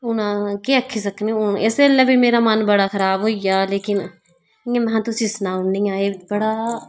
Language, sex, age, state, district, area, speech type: Dogri, female, 30-45, Jammu and Kashmir, Udhampur, rural, spontaneous